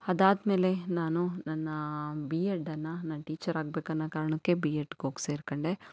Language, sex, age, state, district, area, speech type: Kannada, female, 30-45, Karnataka, Chikkaballapur, rural, spontaneous